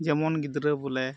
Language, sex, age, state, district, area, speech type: Santali, male, 18-30, Jharkhand, Pakur, rural, spontaneous